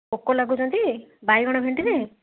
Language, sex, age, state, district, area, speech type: Odia, female, 30-45, Odisha, Puri, urban, conversation